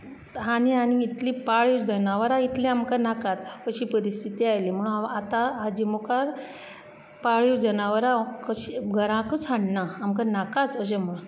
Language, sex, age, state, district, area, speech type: Goan Konkani, female, 45-60, Goa, Bardez, urban, spontaneous